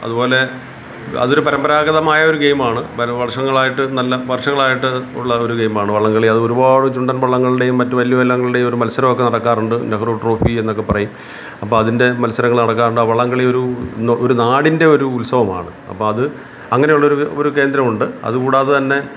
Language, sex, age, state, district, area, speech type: Malayalam, male, 45-60, Kerala, Kollam, rural, spontaneous